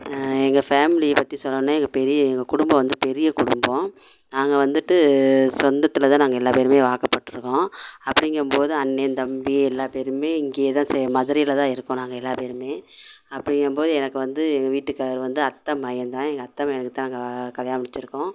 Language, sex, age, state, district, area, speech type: Tamil, female, 45-60, Tamil Nadu, Madurai, urban, spontaneous